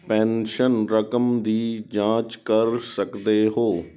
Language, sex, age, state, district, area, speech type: Punjabi, male, 18-30, Punjab, Sangrur, urban, read